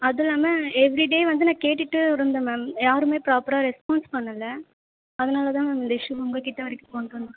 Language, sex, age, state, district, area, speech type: Tamil, female, 18-30, Tamil Nadu, Viluppuram, urban, conversation